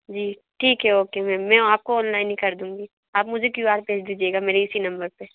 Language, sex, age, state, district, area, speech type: Hindi, female, 60+, Madhya Pradesh, Bhopal, urban, conversation